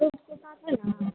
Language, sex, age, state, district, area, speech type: Hindi, female, 45-60, Bihar, Madhepura, rural, conversation